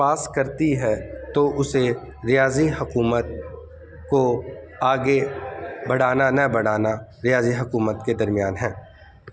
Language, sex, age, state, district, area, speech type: Urdu, male, 30-45, Delhi, North East Delhi, urban, spontaneous